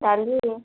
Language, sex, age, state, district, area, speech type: Odia, female, 18-30, Odisha, Sundergarh, urban, conversation